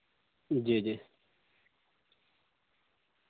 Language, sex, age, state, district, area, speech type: Urdu, male, 30-45, Bihar, Araria, rural, conversation